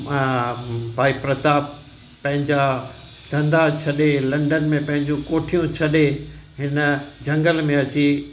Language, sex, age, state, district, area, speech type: Sindhi, male, 60+, Gujarat, Kutch, rural, spontaneous